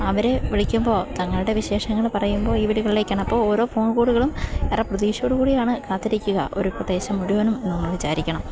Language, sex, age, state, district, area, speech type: Malayalam, female, 18-30, Kerala, Idukki, rural, spontaneous